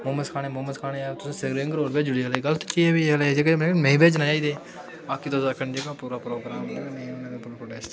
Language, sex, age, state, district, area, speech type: Dogri, male, 18-30, Jammu and Kashmir, Udhampur, rural, spontaneous